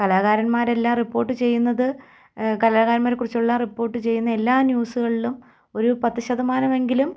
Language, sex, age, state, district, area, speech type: Malayalam, female, 30-45, Kerala, Thiruvananthapuram, rural, spontaneous